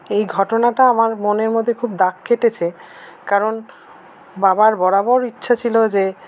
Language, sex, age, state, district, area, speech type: Bengali, female, 45-60, West Bengal, Paschim Bardhaman, urban, spontaneous